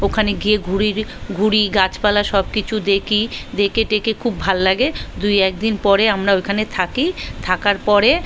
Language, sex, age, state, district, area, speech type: Bengali, female, 45-60, West Bengal, South 24 Parganas, rural, spontaneous